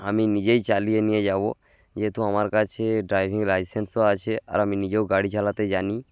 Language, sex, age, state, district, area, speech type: Bengali, male, 18-30, West Bengal, Bankura, rural, spontaneous